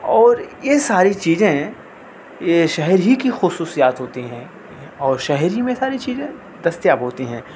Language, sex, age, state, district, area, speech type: Urdu, male, 18-30, Delhi, North West Delhi, urban, spontaneous